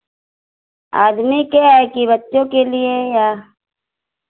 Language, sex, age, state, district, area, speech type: Hindi, female, 60+, Uttar Pradesh, Hardoi, rural, conversation